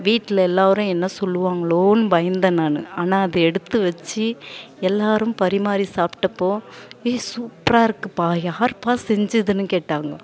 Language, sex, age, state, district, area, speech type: Tamil, female, 30-45, Tamil Nadu, Tiruvannamalai, urban, spontaneous